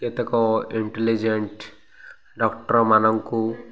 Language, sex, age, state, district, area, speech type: Odia, male, 45-60, Odisha, Koraput, urban, spontaneous